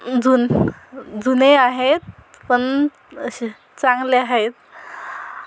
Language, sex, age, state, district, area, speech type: Marathi, female, 45-60, Maharashtra, Amravati, rural, spontaneous